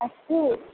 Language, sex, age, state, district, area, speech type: Sanskrit, female, 18-30, Kerala, Malappuram, urban, conversation